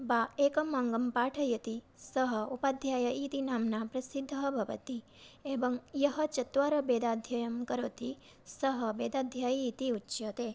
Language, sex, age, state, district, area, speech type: Sanskrit, female, 18-30, Odisha, Bhadrak, rural, spontaneous